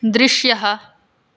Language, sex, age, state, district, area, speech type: Sanskrit, female, 18-30, Assam, Biswanath, rural, read